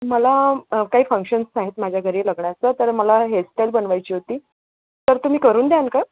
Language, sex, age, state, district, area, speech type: Marathi, female, 30-45, Maharashtra, Wardha, urban, conversation